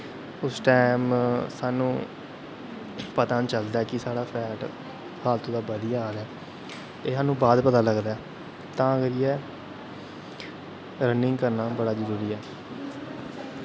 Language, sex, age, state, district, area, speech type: Dogri, male, 18-30, Jammu and Kashmir, Kathua, rural, spontaneous